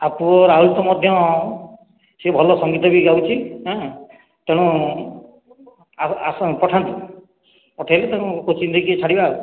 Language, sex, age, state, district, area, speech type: Odia, male, 18-30, Odisha, Khordha, rural, conversation